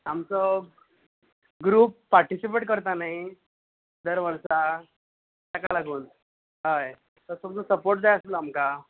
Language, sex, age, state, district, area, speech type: Goan Konkani, male, 18-30, Goa, Bardez, urban, conversation